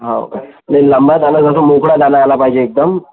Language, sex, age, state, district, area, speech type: Marathi, male, 30-45, Maharashtra, Amravati, rural, conversation